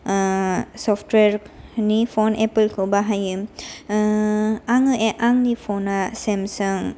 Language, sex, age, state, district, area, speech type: Bodo, female, 18-30, Assam, Kokrajhar, rural, spontaneous